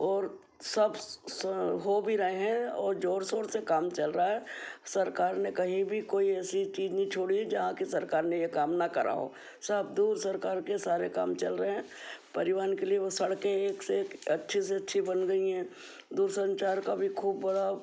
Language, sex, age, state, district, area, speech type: Hindi, female, 60+, Madhya Pradesh, Ujjain, urban, spontaneous